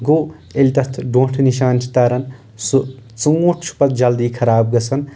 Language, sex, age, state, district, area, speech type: Kashmiri, male, 18-30, Jammu and Kashmir, Anantnag, rural, spontaneous